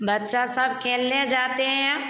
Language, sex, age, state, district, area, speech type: Hindi, female, 60+, Bihar, Begusarai, rural, spontaneous